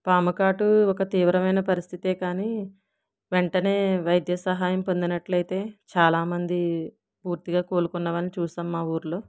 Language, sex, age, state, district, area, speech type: Telugu, female, 60+, Andhra Pradesh, East Godavari, rural, spontaneous